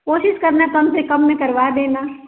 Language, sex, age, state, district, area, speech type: Hindi, female, 45-60, Uttar Pradesh, Ayodhya, rural, conversation